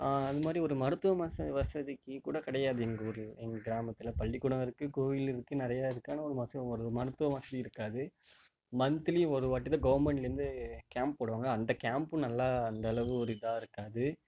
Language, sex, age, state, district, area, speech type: Tamil, male, 18-30, Tamil Nadu, Mayiladuthurai, rural, spontaneous